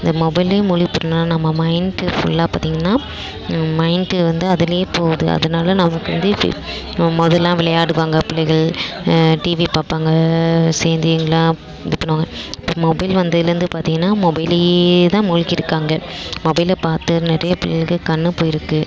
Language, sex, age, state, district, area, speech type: Tamil, female, 18-30, Tamil Nadu, Dharmapuri, rural, spontaneous